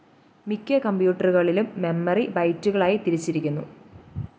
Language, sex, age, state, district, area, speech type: Malayalam, female, 18-30, Kerala, Kottayam, rural, read